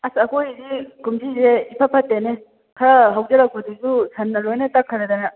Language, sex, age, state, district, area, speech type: Manipuri, female, 30-45, Manipur, Kakching, rural, conversation